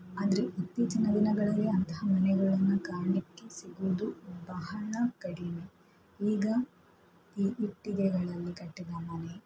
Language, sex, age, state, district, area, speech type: Kannada, female, 18-30, Karnataka, Shimoga, rural, spontaneous